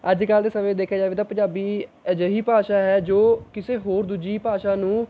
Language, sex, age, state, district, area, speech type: Punjabi, male, 18-30, Punjab, Mohali, rural, spontaneous